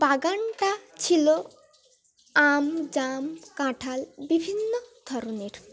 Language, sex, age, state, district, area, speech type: Bengali, female, 18-30, West Bengal, Dakshin Dinajpur, urban, spontaneous